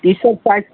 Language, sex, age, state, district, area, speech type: Hindi, male, 60+, Bihar, Begusarai, rural, conversation